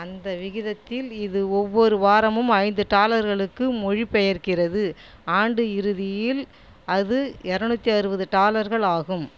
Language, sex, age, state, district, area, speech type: Tamil, female, 45-60, Tamil Nadu, Cuddalore, rural, read